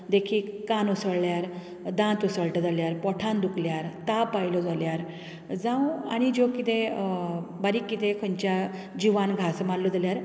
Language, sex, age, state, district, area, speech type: Goan Konkani, female, 30-45, Goa, Canacona, rural, spontaneous